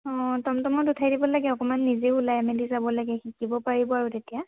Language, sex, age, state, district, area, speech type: Assamese, female, 18-30, Assam, Lakhimpur, rural, conversation